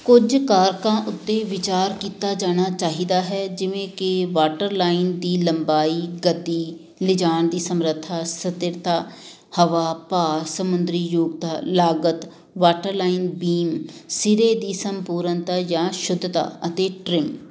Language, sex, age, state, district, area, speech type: Punjabi, female, 30-45, Punjab, Amritsar, urban, read